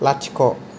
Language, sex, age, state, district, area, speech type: Bodo, male, 18-30, Assam, Kokrajhar, rural, read